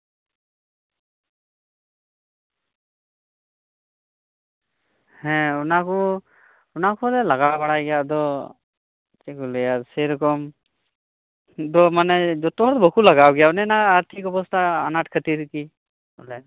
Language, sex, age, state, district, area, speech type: Santali, male, 18-30, West Bengal, Birbhum, rural, conversation